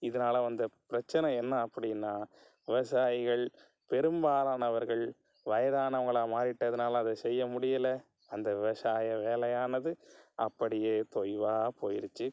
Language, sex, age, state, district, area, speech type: Tamil, male, 45-60, Tamil Nadu, Pudukkottai, rural, spontaneous